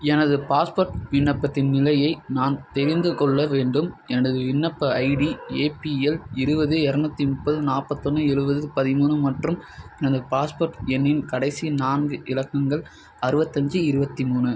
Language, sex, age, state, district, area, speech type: Tamil, male, 18-30, Tamil Nadu, Perambalur, rural, read